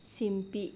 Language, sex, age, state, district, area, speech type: Kannada, female, 30-45, Karnataka, Bidar, urban, spontaneous